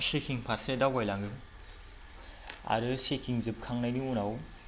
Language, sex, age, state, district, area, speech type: Bodo, male, 30-45, Assam, Chirang, rural, spontaneous